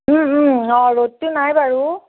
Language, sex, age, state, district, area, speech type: Assamese, female, 45-60, Assam, Nagaon, rural, conversation